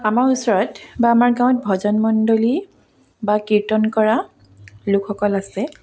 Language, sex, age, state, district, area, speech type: Assamese, female, 30-45, Assam, Dibrugarh, rural, spontaneous